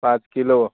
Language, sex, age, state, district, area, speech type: Hindi, male, 45-60, Bihar, Muzaffarpur, urban, conversation